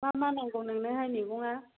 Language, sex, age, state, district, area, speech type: Bodo, female, 60+, Assam, Chirang, rural, conversation